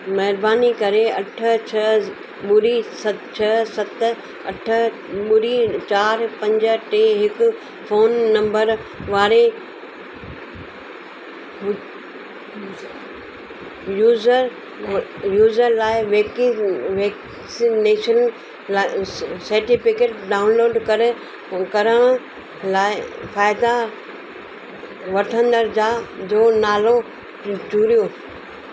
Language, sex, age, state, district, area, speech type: Sindhi, female, 60+, Gujarat, Surat, urban, read